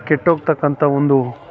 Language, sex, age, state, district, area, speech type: Kannada, male, 45-60, Karnataka, Chikkamagaluru, rural, spontaneous